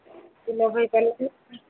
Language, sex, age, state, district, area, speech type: Odia, female, 60+, Odisha, Gajapati, rural, conversation